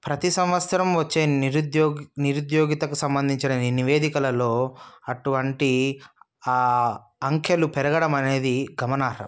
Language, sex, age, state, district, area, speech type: Telugu, male, 30-45, Telangana, Sangareddy, urban, spontaneous